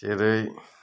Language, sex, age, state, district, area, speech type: Bodo, male, 45-60, Assam, Kokrajhar, rural, spontaneous